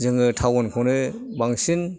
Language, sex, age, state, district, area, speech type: Bodo, male, 60+, Assam, Kokrajhar, rural, spontaneous